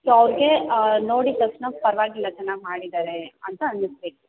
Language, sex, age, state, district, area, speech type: Kannada, female, 18-30, Karnataka, Bangalore Urban, rural, conversation